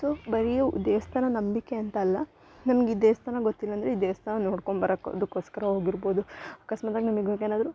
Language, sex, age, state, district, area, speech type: Kannada, female, 18-30, Karnataka, Chikkamagaluru, rural, spontaneous